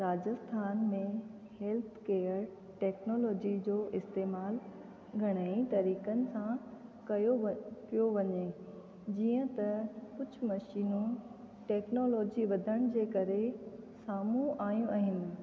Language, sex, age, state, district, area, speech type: Sindhi, female, 30-45, Rajasthan, Ajmer, urban, spontaneous